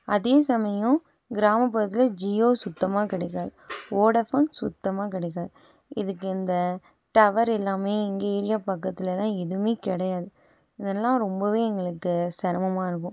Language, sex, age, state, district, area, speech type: Tamil, female, 18-30, Tamil Nadu, Nilgiris, rural, spontaneous